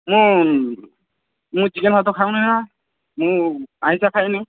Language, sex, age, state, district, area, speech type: Odia, male, 18-30, Odisha, Sambalpur, rural, conversation